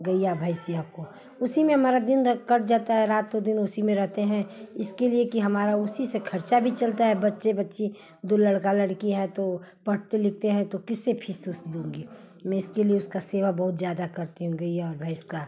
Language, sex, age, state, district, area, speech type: Hindi, female, 45-60, Uttar Pradesh, Ghazipur, urban, spontaneous